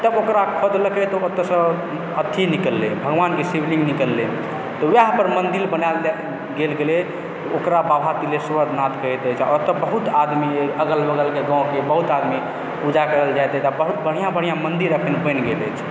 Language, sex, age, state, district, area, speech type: Maithili, male, 18-30, Bihar, Supaul, rural, spontaneous